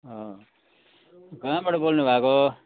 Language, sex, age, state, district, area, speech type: Nepali, male, 60+, West Bengal, Jalpaiguri, urban, conversation